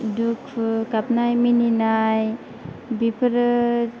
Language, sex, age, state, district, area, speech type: Bodo, female, 18-30, Assam, Chirang, rural, spontaneous